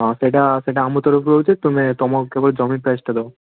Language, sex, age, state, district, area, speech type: Odia, male, 18-30, Odisha, Balasore, rural, conversation